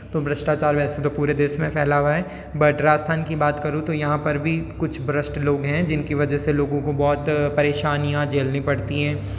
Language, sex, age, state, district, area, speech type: Hindi, female, 18-30, Rajasthan, Jodhpur, urban, spontaneous